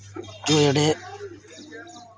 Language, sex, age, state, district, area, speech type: Dogri, male, 30-45, Jammu and Kashmir, Samba, rural, spontaneous